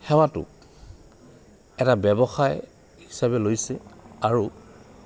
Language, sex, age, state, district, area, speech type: Assamese, male, 60+, Assam, Goalpara, urban, spontaneous